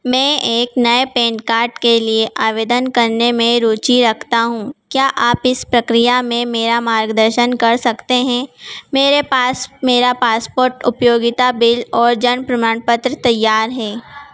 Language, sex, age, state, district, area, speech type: Hindi, female, 18-30, Madhya Pradesh, Harda, urban, read